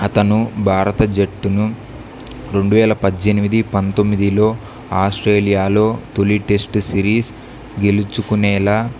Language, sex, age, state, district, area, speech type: Telugu, male, 18-30, Andhra Pradesh, Kurnool, rural, spontaneous